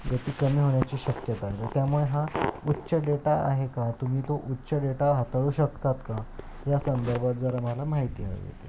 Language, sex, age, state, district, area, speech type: Marathi, male, 30-45, Maharashtra, Ratnagiri, urban, spontaneous